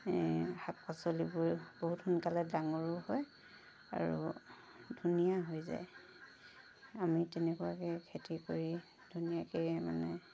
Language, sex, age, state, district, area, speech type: Assamese, female, 30-45, Assam, Tinsukia, urban, spontaneous